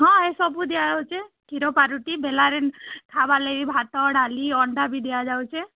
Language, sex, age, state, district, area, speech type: Odia, female, 60+, Odisha, Boudh, rural, conversation